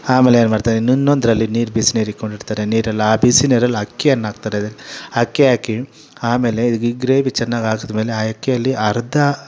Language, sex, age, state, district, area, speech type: Kannada, male, 30-45, Karnataka, Kolar, urban, spontaneous